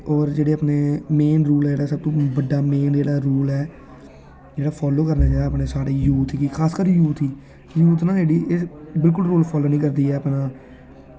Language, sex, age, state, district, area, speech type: Dogri, male, 18-30, Jammu and Kashmir, Samba, rural, spontaneous